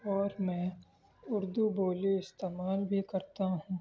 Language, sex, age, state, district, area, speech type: Urdu, male, 18-30, Delhi, East Delhi, urban, spontaneous